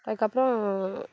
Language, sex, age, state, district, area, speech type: Tamil, female, 30-45, Tamil Nadu, Thoothukudi, urban, spontaneous